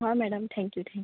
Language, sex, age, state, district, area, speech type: Marathi, female, 18-30, Maharashtra, Akola, rural, conversation